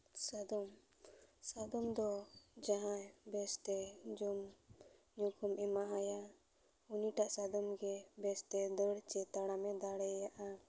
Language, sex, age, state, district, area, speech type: Santali, female, 18-30, Jharkhand, Seraikela Kharsawan, rural, spontaneous